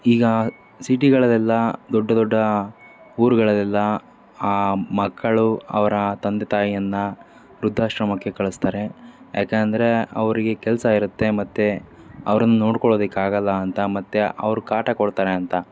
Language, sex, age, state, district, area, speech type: Kannada, male, 45-60, Karnataka, Davanagere, rural, spontaneous